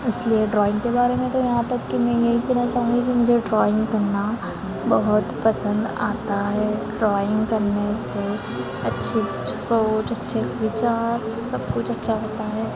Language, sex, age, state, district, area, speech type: Hindi, female, 18-30, Madhya Pradesh, Harda, urban, spontaneous